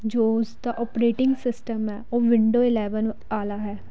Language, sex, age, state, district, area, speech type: Punjabi, female, 18-30, Punjab, Pathankot, urban, spontaneous